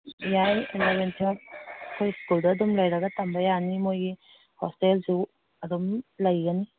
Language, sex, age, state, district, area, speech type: Manipuri, female, 45-60, Manipur, Kangpokpi, urban, conversation